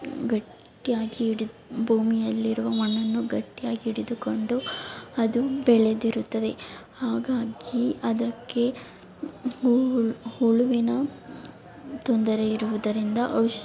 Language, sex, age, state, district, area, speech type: Kannada, female, 18-30, Karnataka, Chamarajanagar, urban, spontaneous